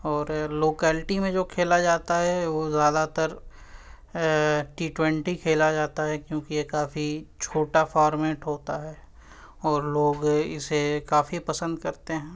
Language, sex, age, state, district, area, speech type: Urdu, male, 18-30, Uttar Pradesh, Siddharthnagar, rural, spontaneous